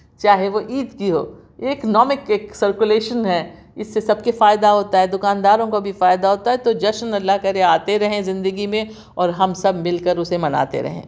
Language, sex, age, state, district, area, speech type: Urdu, female, 60+, Delhi, South Delhi, urban, spontaneous